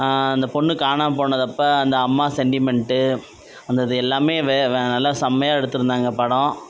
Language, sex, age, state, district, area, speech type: Tamil, male, 30-45, Tamil Nadu, Perambalur, rural, spontaneous